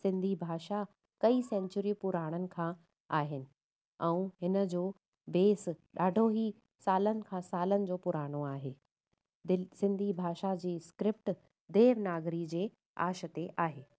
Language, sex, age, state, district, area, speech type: Sindhi, female, 30-45, Gujarat, Surat, urban, spontaneous